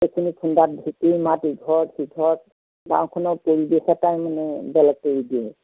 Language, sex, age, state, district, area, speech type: Assamese, female, 60+, Assam, Golaghat, urban, conversation